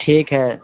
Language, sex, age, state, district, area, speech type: Urdu, male, 30-45, Bihar, East Champaran, urban, conversation